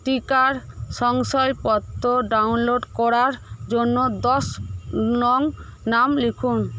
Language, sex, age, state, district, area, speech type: Bengali, female, 18-30, West Bengal, Paschim Medinipur, rural, read